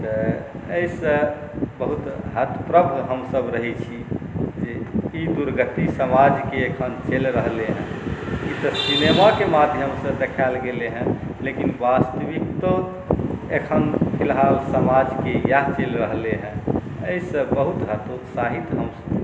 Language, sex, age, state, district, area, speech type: Maithili, male, 45-60, Bihar, Saharsa, urban, spontaneous